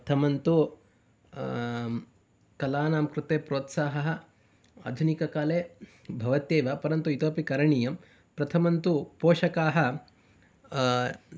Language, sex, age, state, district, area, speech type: Sanskrit, male, 18-30, Karnataka, Mysore, urban, spontaneous